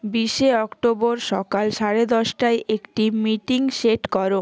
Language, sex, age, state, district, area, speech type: Bengali, female, 18-30, West Bengal, Jalpaiguri, rural, read